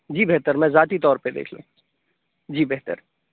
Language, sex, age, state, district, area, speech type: Urdu, male, 18-30, Uttar Pradesh, Aligarh, urban, conversation